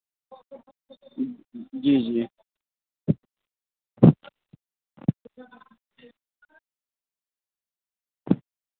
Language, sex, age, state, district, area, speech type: Hindi, male, 45-60, Uttar Pradesh, Lucknow, rural, conversation